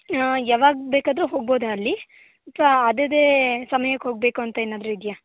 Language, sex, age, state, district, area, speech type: Kannada, female, 18-30, Karnataka, Shimoga, rural, conversation